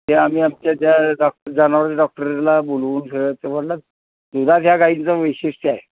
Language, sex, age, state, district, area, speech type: Marathi, male, 60+, Maharashtra, Kolhapur, urban, conversation